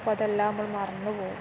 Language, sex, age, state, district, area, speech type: Malayalam, female, 18-30, Kerala, Kozhikode, rural, spontaneous